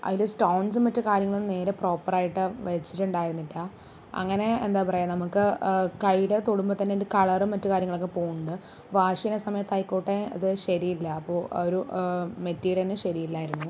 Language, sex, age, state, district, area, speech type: Malayalam, female, 30-45, Kerala, Palakkad, rural, spontaneous